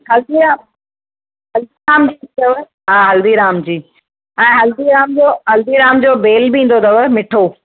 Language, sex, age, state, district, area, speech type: Sindhi, female, 45-60, Maharashtra, Thane, urban, conversation